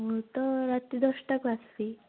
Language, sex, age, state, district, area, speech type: Odia, female, 18-30, Odisha, Koraput, urban, conversation